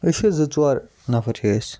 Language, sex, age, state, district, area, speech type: Kashmiri, male, 18-30, Jammu and Kashmir, Kupwara, rural, spontaneous